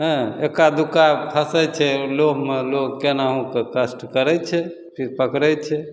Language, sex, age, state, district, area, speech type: Maithili, male, 60+, Bihar, Begusarai, urban, spontaneous